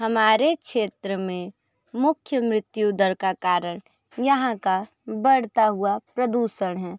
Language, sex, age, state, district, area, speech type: Hindi, female, 30-45, Uttar Pradesh, Sonbhadra, rural, spontaneous